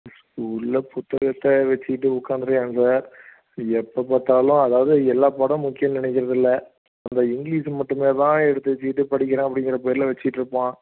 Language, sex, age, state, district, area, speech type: Tamil, male, 30-45, Tamil Nadu, Salem, urban, conversation